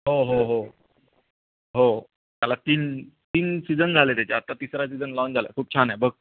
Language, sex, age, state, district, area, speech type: Marathi, male, 30-45, Maharashtra, Sindhudurg, urban, conversation